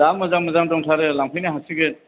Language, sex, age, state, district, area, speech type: Bodo, male, 45-60, Assam, Chirang, rural, conversation